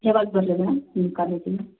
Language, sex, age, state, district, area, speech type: Kannada, female, 30-45, Karnataka, Chitradurga, rural, conversation